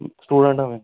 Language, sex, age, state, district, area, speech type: Dogri, male, 18-30, Jammu and Kashmir, Jammu, urban, conversation